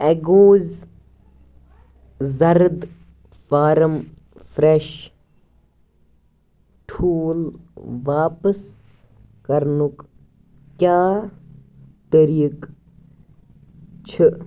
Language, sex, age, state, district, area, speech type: Kashmiri, male, 18-30, Jammu and Kashmir, Baramulla, rural, read